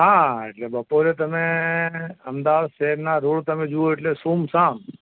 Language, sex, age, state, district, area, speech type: Gujarati, male, 45-60, Gujarat, Ahmedabad, urban, conversation